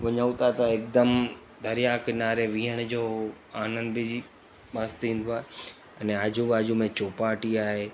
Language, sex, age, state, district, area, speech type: Sindhi, male, 30-45, Gujarat, Surat, urban, spontaneous